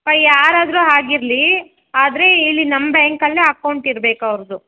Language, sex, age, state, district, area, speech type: Kannada, female, 60+, Karnataka, Kolar, rural, conversation